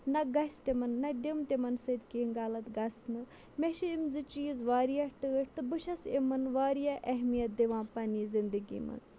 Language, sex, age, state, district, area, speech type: Kashmiri, female, 60+, Jammu and Kashmir, Bandipora, rural, spontaneous